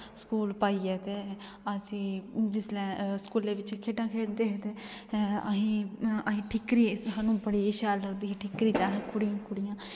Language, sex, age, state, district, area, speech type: Dogri, female, 18-30, Jammu and Kashmir, Kathua, rural, spontaneous